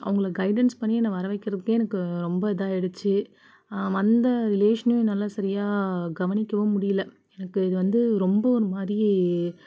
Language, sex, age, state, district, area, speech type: Tamil, female, 18-30, Tamil Nadu, Nagapattinam, rural, spontaneous